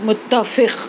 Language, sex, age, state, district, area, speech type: Urdu, female, 30-45, Telangana, Hyderabad, urban, read